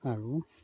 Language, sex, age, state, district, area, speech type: Assamese, male, 30-45, Assam, Sivasagar, rural, spontaneous